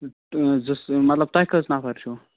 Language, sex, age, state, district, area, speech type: Kashmiri, male, 45-60, Jammu and Kashmir, Budgam, urban, conversation